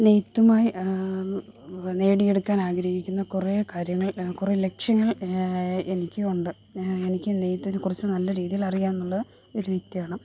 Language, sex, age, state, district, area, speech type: Malayalam, female, 45-60, Kerala, Thiruvananthapuram, rural, spontaneous